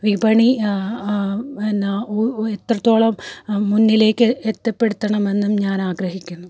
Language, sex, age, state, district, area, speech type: Malayalam, female, 30-45, Kerala, Malappuram, rural, spontaneous